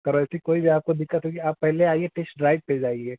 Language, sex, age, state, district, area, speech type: Hindi, male, 18-30, Uttar Pradesh, Ghazipur, rural, conversation